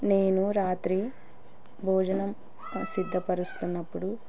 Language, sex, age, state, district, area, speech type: Telugu, female, 30-45, Andhra Pradesh, Kurnool, rural, spontaneous